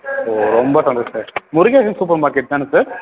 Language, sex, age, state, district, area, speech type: Tamil, male, 18-30, Tamil Nadu, Sivaganga, rural, conversation